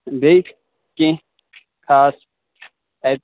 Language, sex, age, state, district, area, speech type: Kashmiri, male, 18-30, Jammu and Kashmir, Kupwara, rural, conversation